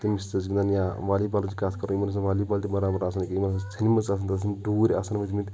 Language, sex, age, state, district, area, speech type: Kashmiri, male, 30-45, Jammu and Kashmir, Shopian, rural, spontaneous